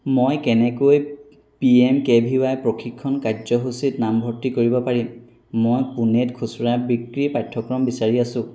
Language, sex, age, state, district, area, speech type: Assamese, male, 30-45, Assam, Golaghat, urban, read